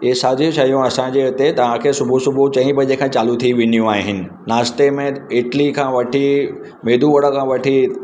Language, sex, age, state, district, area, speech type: Sindhi, male, 45-60, Maharashtra, Mumbai Suburban, urban, spontaneous